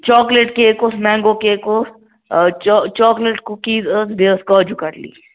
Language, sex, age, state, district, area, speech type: Kashmiri, male, 18-30, Jammu and Kashmir, Ganderbal, rural, conversation